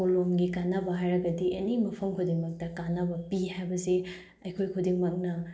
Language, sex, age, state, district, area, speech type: Manipuri, female, 18-30, Manipur, Bishnupur, rural, spontaneous